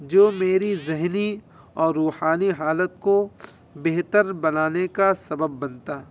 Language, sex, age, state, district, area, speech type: Urdu, male, 18-30, Uttar Pradesh, Muzaffarnagar, urban, spontaneous